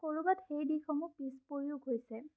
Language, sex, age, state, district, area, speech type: Assamese, female, 18-30, Assam, Sonitpur, rural, spontaneous